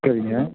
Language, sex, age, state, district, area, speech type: Tamil, male, 45-60, Tamil Nadu, Erode, rural, conversation